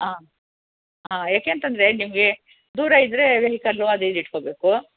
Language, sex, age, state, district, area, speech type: Kannada, female, 60+, Karnataka, Chamarajanagar, urban, conversation